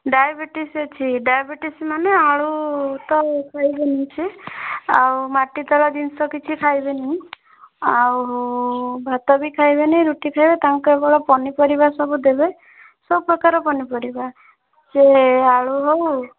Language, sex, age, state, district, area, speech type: Odia, female, 18-30, Odisha, Bhadrak, rural, conversation